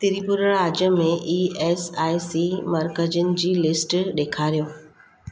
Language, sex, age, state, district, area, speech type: Sindhi, female, 30-45, Maharashtra, Mumbai Suburban, urban, read